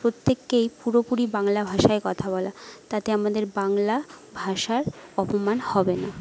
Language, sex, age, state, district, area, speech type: Bengali, female, 45-60, West Bengal, Jhargram, rural, spontaneous